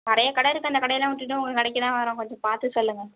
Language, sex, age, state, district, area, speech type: Tamil, female, 18-30, Tamil Nadu, Tiruvarur, rural, conversation